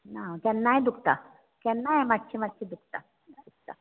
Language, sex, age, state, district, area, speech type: Goan Konkani, female, 60+, Goa, Bardez, rural, conversation